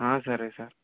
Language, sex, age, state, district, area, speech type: Telugu, male, 60+, Andhra Pradesh, West Godavari, rural, conversation